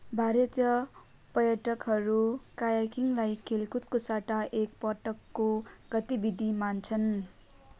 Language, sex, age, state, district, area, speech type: Nepali, female, 18-30, West Bengal, Darjeeling, rural, read